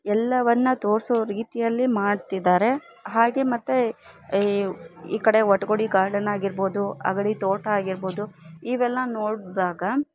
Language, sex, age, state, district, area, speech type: Kannada, female, 18-30, Karnataka, Dharwad, rural, spontaneous